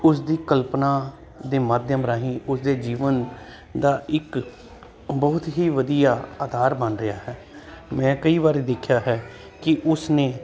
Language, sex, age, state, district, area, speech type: Punjabi, male, 30-45, Punjab, Jalandhar, urban, spontaneous